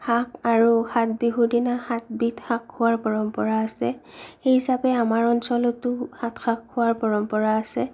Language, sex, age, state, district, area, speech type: Assamese, female, 30-45, Assam, Morigaon, rural, spontaneous